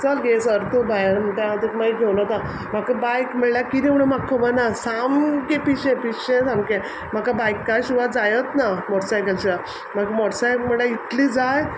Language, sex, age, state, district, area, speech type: Goan Konkani, female, 45-60, Goa, Quepem, rural, spontaneous